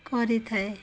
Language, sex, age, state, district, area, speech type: Odia, female, 45-60, Odisha, Jagatsinghpur, rural, spontaneous